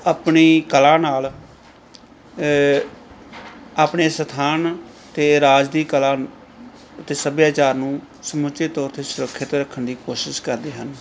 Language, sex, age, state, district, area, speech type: Punjabi, male, 45-60, Punjab, Pathankot, rural, spontaneous